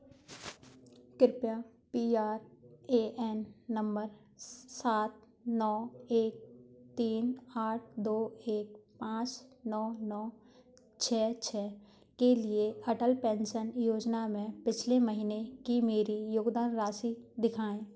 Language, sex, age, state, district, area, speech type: Hindi, female, 18-30, Madhya Pradesh, Gwalior, rural, read